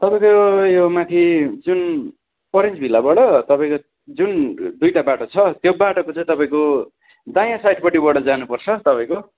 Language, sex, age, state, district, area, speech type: Nepali, male, 45-60, West Bengal, Darjeeling, rural, conversation